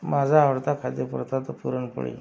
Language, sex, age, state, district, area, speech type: Marathi, male, 18-30, Maharashtra, Akola, rural, spontaneous